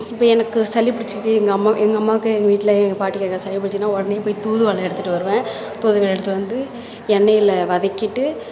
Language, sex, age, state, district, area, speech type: Tamil, female, 18-30, Tamil Nadu, Thanjavur, urban, spontaneous